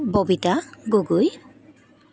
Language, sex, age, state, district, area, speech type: Assamese, female, 30-45, Assam, Dibrugarh, rural, spontaneous